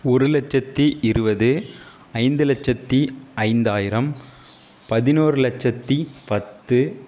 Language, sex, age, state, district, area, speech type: Tamil, male, 60+, Tamil Nadu, Tiruvarur, urban, spontaneous